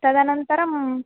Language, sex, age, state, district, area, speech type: Sanskrit, female, 18-30, Tamil Nadu, Kanchipuram, urban, conversation